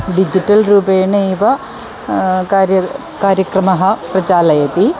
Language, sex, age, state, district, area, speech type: Sanskrit, female, 45-60, Kerala, Ernakulam, urban, spontaneous